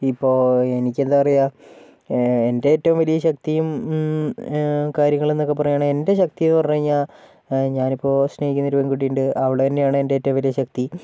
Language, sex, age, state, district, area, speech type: Malayalam, female, 18-30, Kerala, Wayanad, rural, spontaneous